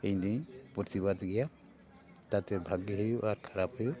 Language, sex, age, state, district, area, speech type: Santali, male, 60+, West Bengal, Paschim Bardhaman, urban, spontaneous